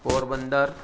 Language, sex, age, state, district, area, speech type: Gujarati, male, 45-60, Gujarat, Surat, urban, spontaneous